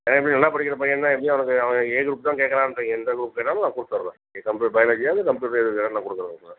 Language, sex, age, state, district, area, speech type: Tamil, male, 45-60, Tamil Nadu, Tiruchirappalli, rural, conversation